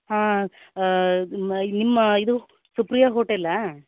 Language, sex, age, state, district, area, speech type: Kannada, female, 30-45, Karnataka, Uttara Kannada, rural, conversation